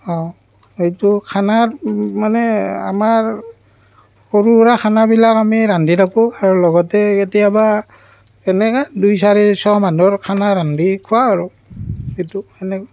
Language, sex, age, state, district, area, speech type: Assamese, male, 30-45, Assam, Barpeta, rural, spontaneous